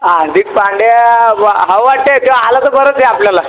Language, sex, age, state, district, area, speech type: Marathi, male, 18-30, Maharashtra, Buldhana, urban, conversation